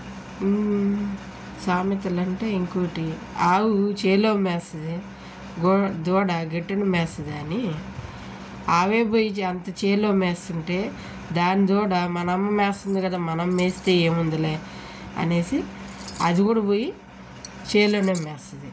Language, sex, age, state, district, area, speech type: Telugu, female, 30-45, Andhra Pradesh, Nellore, urban, spontaneous